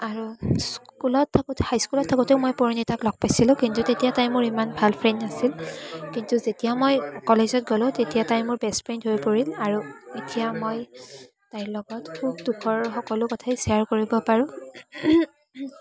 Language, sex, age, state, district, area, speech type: Assamese, female, 18-30, Assam, Kamrup Metropolitan, urban, spontaneous